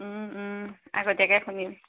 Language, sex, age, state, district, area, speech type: Assamese, female, 30-45, Assam, Charaideo, rural, conversation